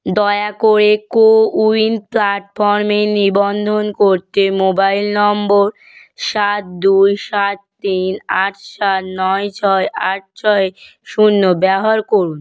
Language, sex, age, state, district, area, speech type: Bengali, female, 18-30, West Bengal, North 24 Parganas, rural, read